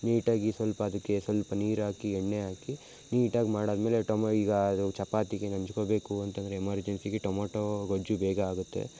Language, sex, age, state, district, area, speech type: Kannada, male, 18-30, Karnataka, Mysore, rural, spontaneous